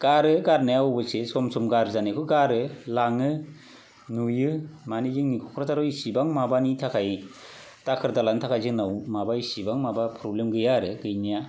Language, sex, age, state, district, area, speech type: Bodo, male, 30-45, Assam, Kokrajhar, rural, spontaneous